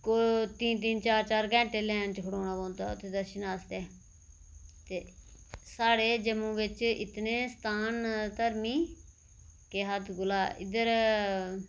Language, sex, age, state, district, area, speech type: Dogri, female, 30-45, Jammu and Kashmir, Reasi, rural, spontaneous